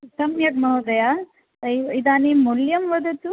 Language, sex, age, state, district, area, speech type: Sanskrit, female, 45-60, Rajasthan, Jaipur, rural, conversation